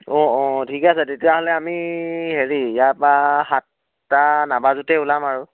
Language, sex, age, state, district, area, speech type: Assamese, male, 18-30, Assam, Dhemaji, urban, conversation